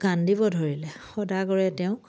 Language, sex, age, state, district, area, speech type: Assamese, female, 30-45, Assam, Charaideo, rural, spontaneous